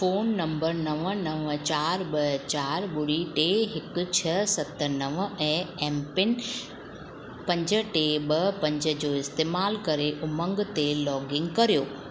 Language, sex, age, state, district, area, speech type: Sindhi, female, 30-45, Gujarat, Ahmedabad, urban, read